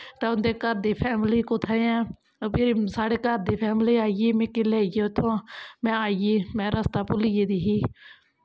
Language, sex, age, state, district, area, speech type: Dogri, female, 30-45, Jammu and Kashmir, Kathua, rural, spontaneous